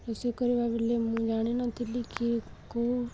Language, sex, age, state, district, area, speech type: Odia, female, 18-30, Odisha, Balangir, urban, spontaneous